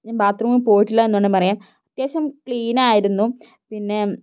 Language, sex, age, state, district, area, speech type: Malayalam, female, 30-45, Kerala, Wayanad, rural, spontaneous